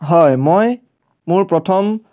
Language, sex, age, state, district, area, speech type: Assamese, male, 30-45, Assam, Biswanath, rural, spontaneous